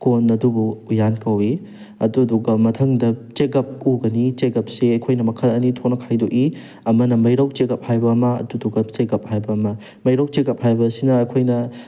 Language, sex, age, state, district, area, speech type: Manipuri, male, 18-30, Manipur, Thoubal, rural, spontaneous